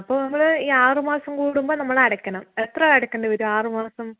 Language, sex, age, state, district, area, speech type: Malayalam, female, 30-45, Kerala, Palakkad, urban, conversation